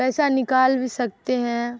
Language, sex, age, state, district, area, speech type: Urdu, female, 18-30, Bihar, Darbhanga, rural, spontaneous